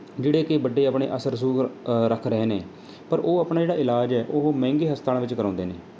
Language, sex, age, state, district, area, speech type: Punjabi, male, 30-45, Punjab, Mohali, urban, spontaneous